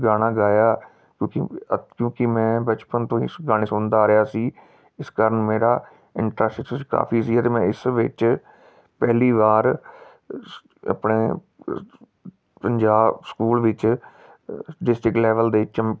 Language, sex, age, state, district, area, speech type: Punjabi, male, 30-45, Punjab, Tarn Taran, urban, spontaneous